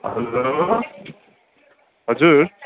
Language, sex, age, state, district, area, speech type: Nepali, male, 18-30, West Bengal, Kalimpong, rural, conversation